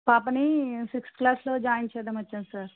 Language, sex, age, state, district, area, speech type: Telugu, female, 45-60, Andhra Pradesh, East Godavari, rural, conversation